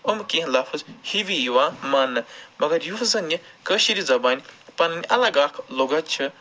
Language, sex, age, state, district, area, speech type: Kashmiri, male, 45-60, Jammu and Kashmir, Ganderbal, urban, spontaneous